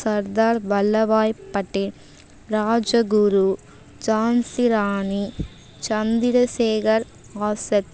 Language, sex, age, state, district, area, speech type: Tamil, female, 18-30, Tamil Nadu, Tiruvannamalai, rural, spontaneous